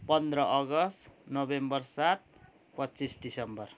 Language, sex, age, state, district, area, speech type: Nepali, male, 30-45, West Bengal, Kalimpong, rural, spontaneous